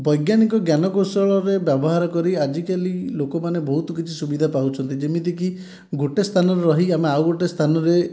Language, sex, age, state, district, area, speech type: Odia, male, 18-30, Odisha, Dhenkanal, rural, spontaneous